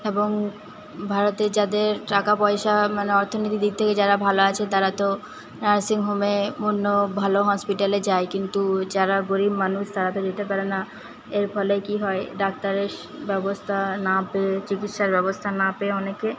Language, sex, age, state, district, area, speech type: Bengali, female, 18-30, West Bengal, Paschim Bardhaman, rural, spontaneous